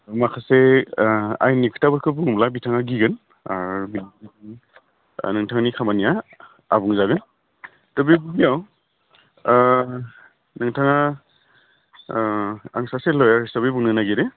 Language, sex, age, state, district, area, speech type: Bodo, male, 45-60, Assam, Udalguri, urban, conversation